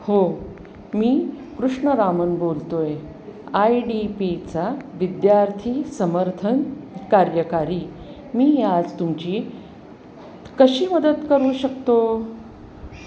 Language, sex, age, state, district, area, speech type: Marathi, female, 45-60, Maharashtra, Pune, urban, read